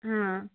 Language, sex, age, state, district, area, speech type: Odia, female, 45-60, Odisha, Angul, rural, conversation